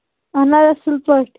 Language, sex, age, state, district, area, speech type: Kashmiri, female, 18-30, Jammu and Kashmir, Pulwama, rural, conversation